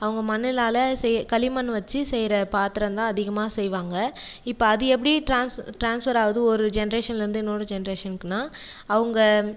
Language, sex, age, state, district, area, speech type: Tamil, female, 30-45, Tamil Nadu, Viluppuram, rural, spontaneous